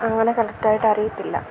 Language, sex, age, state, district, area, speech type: Malayalam, female, 18-30, Kerala, Idukki, rural, spontaneous